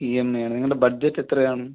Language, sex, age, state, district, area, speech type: Malayalam, male, 18-30, Kerala, Thiruvananthapuram, rural, conversation